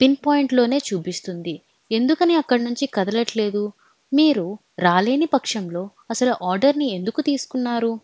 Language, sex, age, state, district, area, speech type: Telugu, female, 18-30, Andhra Pradesh, Alluri Sitarama Raju, urban, spontaneous